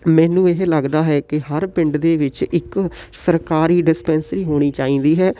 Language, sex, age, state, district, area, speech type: Punjabi, male, 18-30, Punjab, Fatehgarh Sahib, rural, spontaneous